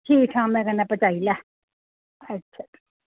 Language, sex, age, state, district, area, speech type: Dogri, female, 30-45, Jammu and Kashmir, Reasi, rural, conversation